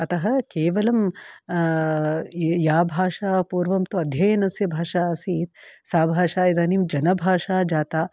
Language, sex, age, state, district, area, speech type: Sanskrit, female, 45-60, Karnataka, Bangalore Urban, urban, spontaneous